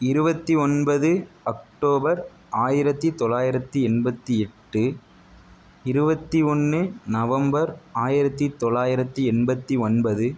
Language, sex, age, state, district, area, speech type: Tamil, male, 60+, Tamil Nadu, Tiruvarur, rural, spontaneous